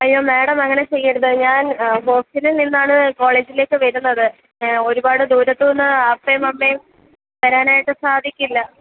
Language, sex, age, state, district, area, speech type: Malayalam, female, 18-30, Kerala, Kollam, rural, conversation